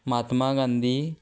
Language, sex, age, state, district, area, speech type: Goan Konkani, male, 18-30, Goa, Murmgao, urban, spontaneous